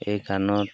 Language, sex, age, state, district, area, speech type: Assamese, male, 45-60, Assam, Golaghat, urban, spontaneous